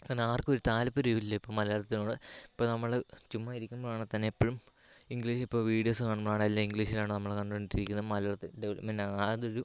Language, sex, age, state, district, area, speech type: Malayalam, male, 18-30, Kerala, Kottayam, rural, spontaneous